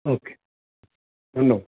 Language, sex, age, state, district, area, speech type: Bengali, male, 30-45, West Bengal, Cooch Behar, urban, conversation